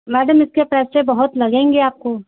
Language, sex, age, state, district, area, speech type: Hindi, female, 30-45, Uttar Pradesh, Hardoi, rural, conversation